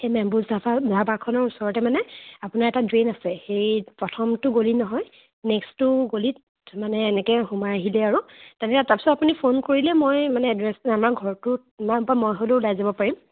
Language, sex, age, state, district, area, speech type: Assamese, female, 18-30, Assam, Dibrugarh, rural, conversation